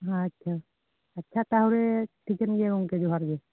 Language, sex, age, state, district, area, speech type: Santali, male, 18-30, West Bengal, Bankura, rural, conversation